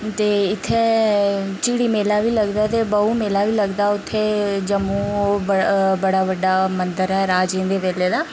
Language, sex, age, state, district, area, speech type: Dogri, female, 18-30, Jammu and Kashmir, Jammu, rural, spontaneous